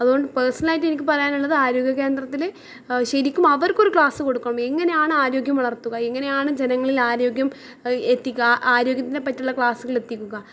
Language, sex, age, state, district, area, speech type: Malayalam, female, 18-30, Kerala, Thrissur, urban, spontaneous